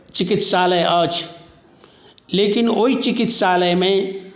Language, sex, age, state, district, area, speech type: Maithili, male, 60+, Bihar, Saharsa, rural, spontaneous